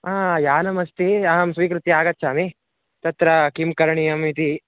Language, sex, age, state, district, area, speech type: Sanskrit, male, 18-30, Karnataka, Shimoga, rural, conversation